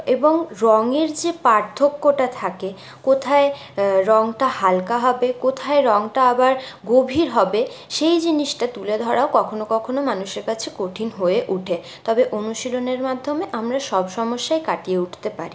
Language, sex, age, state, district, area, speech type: Bengali, female, 30-45, West Bengal, Purulia, rural, spontaneous